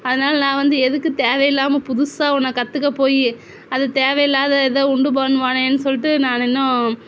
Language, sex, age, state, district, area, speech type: Tamil, female, 45-60, Tamil Nadu, Sivaganga, rural, spontaneous